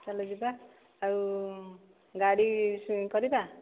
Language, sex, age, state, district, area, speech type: Odia, female, 30-45, Odisha, Dhenkanal, rural, conversation